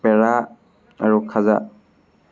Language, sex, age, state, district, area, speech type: Assamese, male, 18-30, Assam, Sivasagar, rural, spontaneous